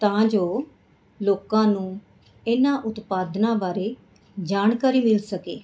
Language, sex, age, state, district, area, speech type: Punjabi, female, 45-60, Punjab, Mohali, urban, spontaneous